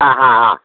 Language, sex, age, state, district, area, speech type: Malayalam, male, 60+, Kerala, Pathanamthitta, rural, conversation